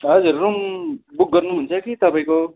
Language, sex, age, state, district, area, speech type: Nepali, male, 45-60, West Bengal, Darjeeling, rural, conversation